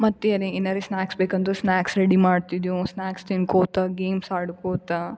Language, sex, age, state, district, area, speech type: Kannada, female, 18-30, Karnataka, Gulbarga, urban, spontaneous